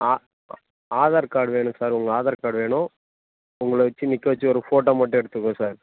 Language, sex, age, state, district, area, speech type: Tamil, male, 18-30, Tamil Nadu, Perambalur, rural, conversation